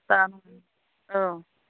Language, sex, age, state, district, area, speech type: Bodo, female, 30-45, Assam, Udalguri, urban, conversation